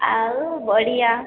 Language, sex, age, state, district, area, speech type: Odia, female, 18-30, Odisha, Balangir, urban, conversation